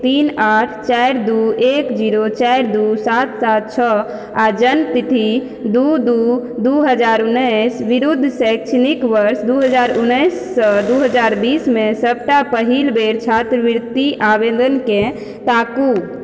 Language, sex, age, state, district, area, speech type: Maithili, female, 18-30, Bihar, Supaul, rural, read